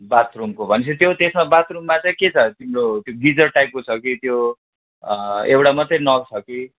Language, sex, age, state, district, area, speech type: Nepali, male, 60+, West Bengal, Darjeeling, rural, conversation